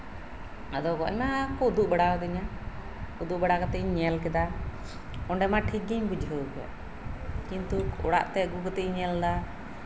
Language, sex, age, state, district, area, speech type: Santali, female, 30-45, West Bengal, Birbhum, rural, spontaneous